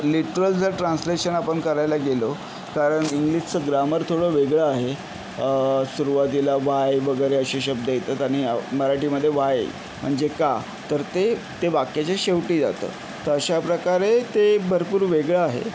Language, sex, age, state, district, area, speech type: Marathi, male, 45-60, Maharashtra, Yavatmal, urban, spontaneous